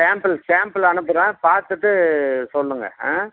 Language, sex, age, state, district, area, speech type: Tamil, male, 60+, Tamil Nadu, Dharmapuri, rural, conversation